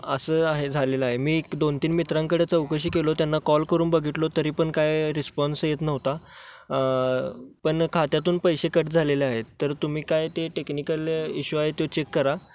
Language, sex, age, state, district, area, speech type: Marathi, male, 18-30, Maharashtra, Sangli, urban, spontaneous